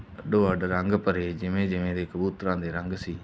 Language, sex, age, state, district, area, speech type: Punjabi, male, 30-45, Punjab, Muktsar, urban, spontaneous